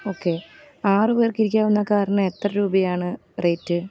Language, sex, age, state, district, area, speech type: Malayalam, female, 30-45, Kerala, Alappuzha, rural, spontaneous